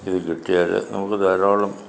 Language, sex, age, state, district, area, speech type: Malayalam, male, 60+, Kerala, Kollam, rural, spontaneous